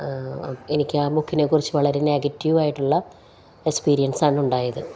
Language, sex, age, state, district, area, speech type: Malayalam, female, 45-60, Kerala, Palakkad, rural, spontaneous